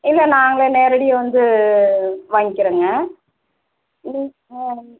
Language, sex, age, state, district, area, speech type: Tamil, female, 45-60, Tamil Nadu, Erode, rural, conversation